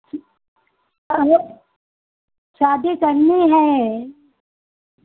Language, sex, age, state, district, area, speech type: Hindi, female, 60+, Uttar Pradesh, Sitapur, rural, conversation